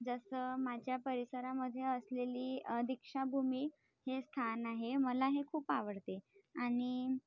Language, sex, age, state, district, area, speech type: Marathi, female, 30-45, Maharashtra, Nagpur, urban, spontaneous